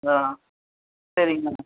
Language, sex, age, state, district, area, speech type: Tamil, male, 30-45, Tamil Nadu, Tiruvannamalai, urban, conversation